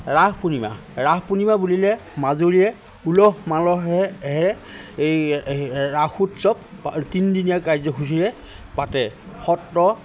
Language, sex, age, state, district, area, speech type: Assamese, male, 30-45, Assam, Majuli, urban, spontaneous